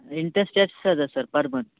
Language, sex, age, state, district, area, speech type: Kannada, male, 18-30, Karnataka, Yadgir, urban, conversation